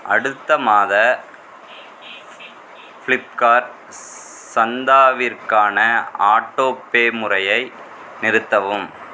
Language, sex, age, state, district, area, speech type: Tamil, male, 45-60, Tamil Nadu, Mayiladuthurai, rural, read